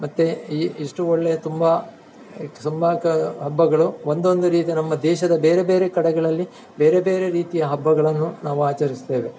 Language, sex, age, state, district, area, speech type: Kannada, male, 45-60, Karnataka, Dakshina Kannada, rural, spontaneous